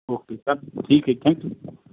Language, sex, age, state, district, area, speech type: Punjabi, male, 30-45, Punjab, Mohali, rural, conversation